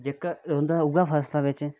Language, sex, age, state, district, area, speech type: Dogri, male, 18-30, Jammu and Kashmir, Udhampur, rural, spontaneous